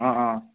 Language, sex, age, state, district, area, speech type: Assamese, male, 45-60, Assam, Charaideo, rural, conversation